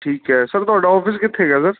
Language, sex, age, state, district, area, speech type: Punjabi, male, 30-45, Punjab, Fazilka, rural, conversation